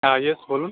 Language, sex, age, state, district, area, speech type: Bengali, male, 18-30, West Bengal, Jalpaiguri, rural, conversation